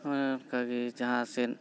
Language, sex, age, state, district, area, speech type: Santali, male, 45-60, Jharkhand, Bokaro, rural, spontaneous